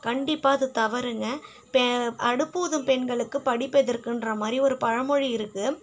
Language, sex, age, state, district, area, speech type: Tamil, female, 18-30, Tamil Nadu, Kallakurichi, urban, spontaneous